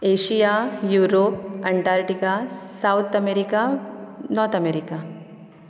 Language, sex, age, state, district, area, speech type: Goan Konkani, female, 30-45, Goa, Ponda, rural, spontaneous